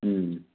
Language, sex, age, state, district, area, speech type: Manipuri, male, 30-45, Manipur, Chandel, rural, conversation